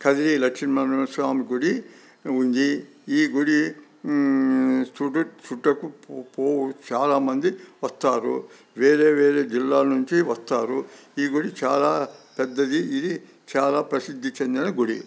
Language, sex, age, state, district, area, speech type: Telugu, male, 60+, Andhra Pradesh, Sri Satya Sai, urban, spontaneous